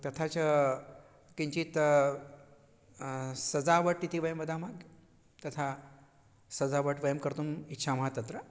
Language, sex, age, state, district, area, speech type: Sanskrit, male, 60+, Maharashtra, Nagpur, urban, spontaneous